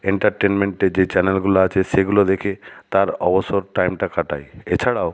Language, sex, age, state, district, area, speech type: Bengali, male, 60+, West Bengal, Nadia, rural, spontaneous